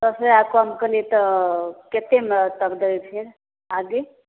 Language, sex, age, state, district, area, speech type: Maithili, female, 30-45, Bihar, Samastipur, rural, conversation